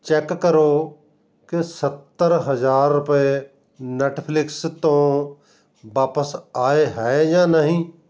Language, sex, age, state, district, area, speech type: Punjabi, male, 45-60, Punjab, Fatehgarh Sahib, rural, read